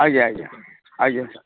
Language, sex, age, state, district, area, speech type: Odia, male, 45-60, Odisha, Kendrapara, urban, conversation